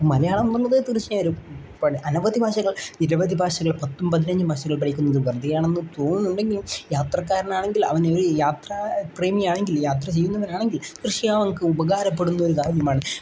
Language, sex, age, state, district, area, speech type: Malayalam, male, 18-30, Kerala, Kozhikode, rural, spontaneous